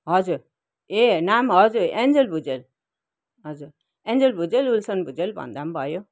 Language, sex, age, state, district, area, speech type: Nepali, female, 60+, West Bengal, Kalimpong, rural, spontaneous